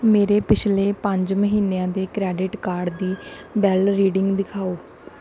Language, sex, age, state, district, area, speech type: Punjabi, female, 18-30, Punjab, Bathinda, rural, read